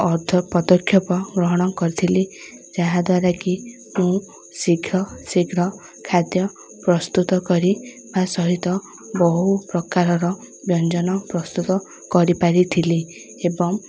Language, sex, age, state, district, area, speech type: Odia, female, 18-30, Odisha, Ganjam, urban, spontaneous